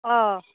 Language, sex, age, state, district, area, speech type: Assamese, female, 45-60, Assam, Barpeta, rural, conversation